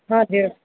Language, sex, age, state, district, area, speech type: Kannada, female, 60+, Karnataka, Belgaum, rural, conversation